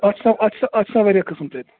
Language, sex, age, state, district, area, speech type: Kashmiri, male, 30-45, Jammu and Kashmir, Bandipora, rural, conversation